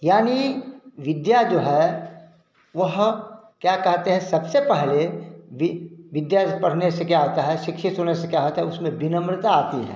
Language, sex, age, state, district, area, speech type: Hindi, male, 60+, Bihar, Samastipur, rural, spontaneous